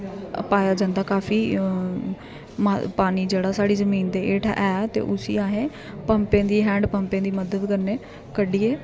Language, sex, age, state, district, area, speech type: Dogri, female, 18-30, Jammu and Kashmir, Kathua, rural, spontaneous